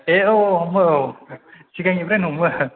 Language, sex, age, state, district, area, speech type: Bodo, male, 18-30, Assam, Chirang, urban, conversation